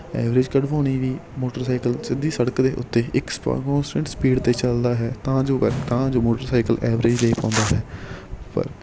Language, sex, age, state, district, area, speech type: Punjabi, male, 45-60, Punjab, Patiala, urban, spontaneous